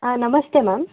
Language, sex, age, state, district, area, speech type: Kannada, female, 18-30, Karnataka, Shimoga, rural, conversation